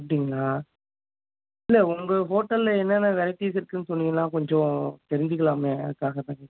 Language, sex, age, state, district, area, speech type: Tamil, male, 30-45, Tamil Nadu, Thanjavur, rural, conversation